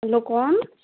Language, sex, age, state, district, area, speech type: Hindi, female, 45-60, Rajasthan, Karauli, rural, conversation